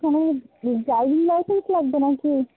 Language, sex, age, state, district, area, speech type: Bengali, female, 45-60, West Bengal, South 24 Parganas, rural, conversation